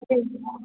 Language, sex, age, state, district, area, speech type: Hindi, female, 30-45, Bihar, Begusarai, rural, conversation